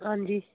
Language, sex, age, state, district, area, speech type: Punjabi, male, 18-30, Punjab, Muktsar, urban, conversation